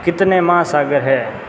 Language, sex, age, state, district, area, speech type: Hindi, male, 18-30, Rajasthan, Jodhpur, urban, read